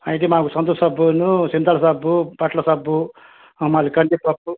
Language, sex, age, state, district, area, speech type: Telugu, male, 45-60, Telangana, Hyderabad, rural, conversation